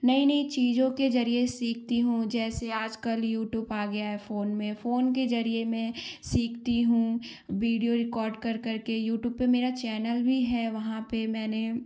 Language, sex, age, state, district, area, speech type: Hindi, female, 18-30, Madhya Pradesh, Gwalior, urban, spontaneous